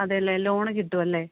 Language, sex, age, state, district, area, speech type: Malayalam, female, 18-30, Kerala, Kannur, rural, conversation